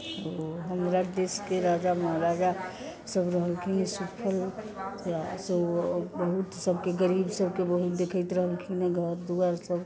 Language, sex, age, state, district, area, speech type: Maithili, female, 60+, Bihar, Sitamarhi, rural, spontaneous